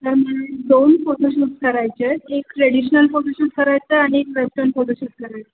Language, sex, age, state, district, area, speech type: Marathi, female, 18-30, Maharashtra, Mumbai Suburban, urban, conversation